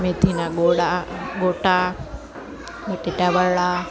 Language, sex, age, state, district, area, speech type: Gujarati, female, 30-45, Gujarat, Narmada, urban, spontaneous